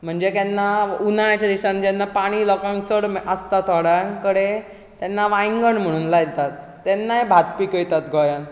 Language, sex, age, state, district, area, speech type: Goan Konkani, male, 18-30, Goa, Bardez, rural, spontaneous